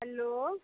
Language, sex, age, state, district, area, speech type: Dogri, female, 60+, Jammu and Kashmir, Udhampur, rural, conversation